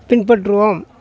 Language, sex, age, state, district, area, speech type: Tamil, male, 60+, Tamil Nadu, Tiruvannamalai, rural, read